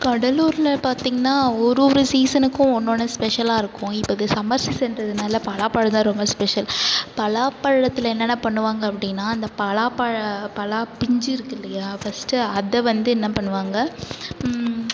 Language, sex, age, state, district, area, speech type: Tamil, female, 45-60, Tamil Nadu, Cuddalore, rural, spontaneous